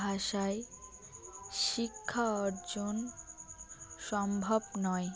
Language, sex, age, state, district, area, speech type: Bengali, female, 18-30, West Bengal, Dakshin Dinajpur, urban, spontaneous